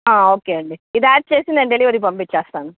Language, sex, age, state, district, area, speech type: Telugu, female, 45-60, Andhra Pradesh, Chittoor, rural, conversation